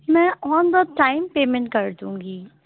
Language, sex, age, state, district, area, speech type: Urdu, female, 18-30, Uttar Pradesh, Shahjahanpur, rural, conversation